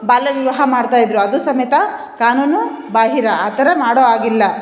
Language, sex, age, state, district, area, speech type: Kannada, female, 45-60, Karnataka, Chitradurga, urban, spontaneous